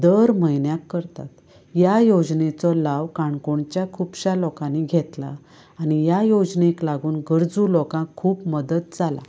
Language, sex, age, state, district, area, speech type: Goan Konkani, female, 45-60, Goa, Canacona, rural, spontaneous